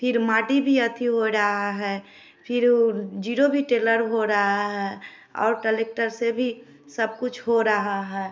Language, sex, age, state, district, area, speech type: Hindi, female, 30-45, Bihar, Samastipur, rural, spontaneous